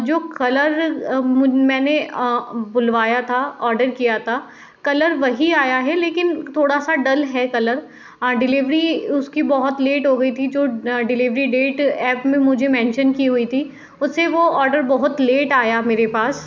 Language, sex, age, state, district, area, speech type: Hindi, female, 30-45, Madhya Pradesh, Indore, urban, spontaneous